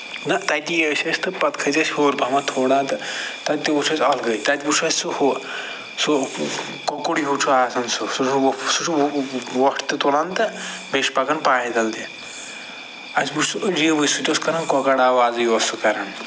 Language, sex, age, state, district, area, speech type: Kashmiri, male, 45-60, Jammu and Kashmir, Srinagar, urban, spontaneous